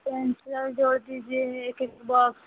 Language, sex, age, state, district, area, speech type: Hindi, female, 30-45, Uttar Pradesh, Mau, rural, conversation